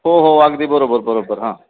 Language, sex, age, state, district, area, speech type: Marathi, male, 30-45, Maharashtra, Satara, urban, conversation